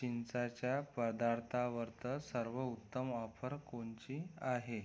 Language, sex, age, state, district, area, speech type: Marathi, male, 18-30, Maharashtra, Amravati, urban, read